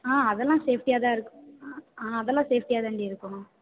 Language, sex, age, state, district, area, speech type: Tamil, female, 18-30, Tamil Nadu, Karur, rural, conversation